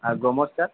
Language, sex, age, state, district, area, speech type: Bengali, male, 45-60, West Bengal, Purba Medinipur, rural, conversation